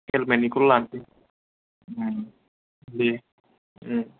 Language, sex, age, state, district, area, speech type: Bodo, male, 30-45, Assam, Kokrajhar, rural, conversation